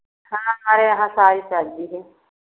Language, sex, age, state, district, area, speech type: Hindi, female, 30-45, Uttar Pradesh, Pratapgarh, rural, conversation